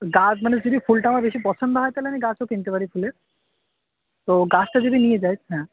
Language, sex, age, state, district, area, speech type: Bengali, male, 18-30, West Bengal, Murshidabad, urban, conversation